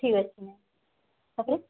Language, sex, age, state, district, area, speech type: Odia, female, 18-30, Odisha, Subarnapur, urban, conversation